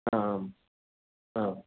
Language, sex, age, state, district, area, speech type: Sanskrit, male, 60+, Karnataka, Bangalore Urban, urban, conversation